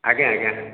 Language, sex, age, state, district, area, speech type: Odia, male, 45-60, Odisha, Khordha, rural, conversation